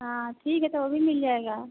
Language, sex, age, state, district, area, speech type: Hindi, female, 60+, Uttar Pradesh, Azamgarh, urban, conversation